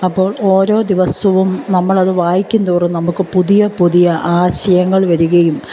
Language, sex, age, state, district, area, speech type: Malayalam, female, 45-60, Kerala, Alappuzha, urban, spontaneous